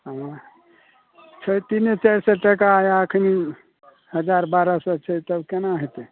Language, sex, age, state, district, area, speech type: Maithili, male, 60+, Bihar, Madhepura, rural, conversation